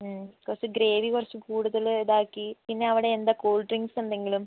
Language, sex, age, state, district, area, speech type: Malayalam, female, 18-30, Kerala, Wayanad, rural, conversation